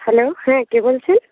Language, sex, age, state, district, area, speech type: Bengali, female, 18-30, West Bengal, Uttar Dinajpur, urban, conversation